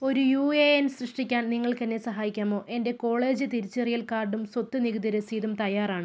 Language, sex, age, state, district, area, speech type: Malayalam, female, 18-30, Kerala, Wayanad, rural, read